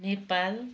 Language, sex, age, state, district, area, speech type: Nepali, female, 45-60, West Bengal, Kalimpong, rural, spontaneous